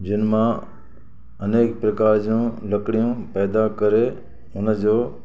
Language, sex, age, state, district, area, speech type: Sindhi, male, 60+, Gujarat, Kutch, rural, spontaneous